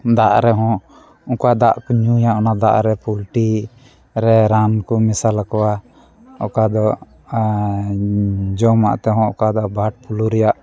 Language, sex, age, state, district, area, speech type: Santali, male, 30-45, West Bengal, Dakshin Dinajpur, rural, spontaneous